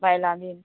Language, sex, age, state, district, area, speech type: Goan Konkani, female, 45-60, Goa, Murmgao, rural, conversation